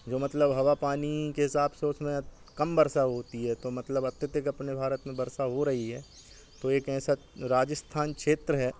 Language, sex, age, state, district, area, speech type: Hindi, male, 45-60, Madhya Pradesh, Hoshangabad, rural, spontaneous